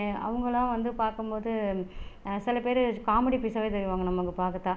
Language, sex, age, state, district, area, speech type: Tamil, female, 30-45, Tamil Nadu, Tiruchirappalli, rural, spontaneous